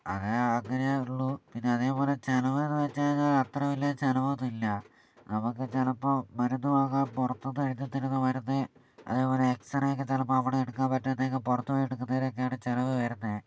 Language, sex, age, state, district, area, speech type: Malayalam, male, 18-30, Kerala, Wayanad, rural, spontaneous